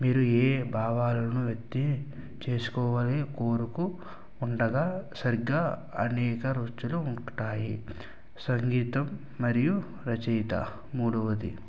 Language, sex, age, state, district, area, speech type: Telugu, male, 60+, Andhra Pradesh, Eluru, rural, spontaneous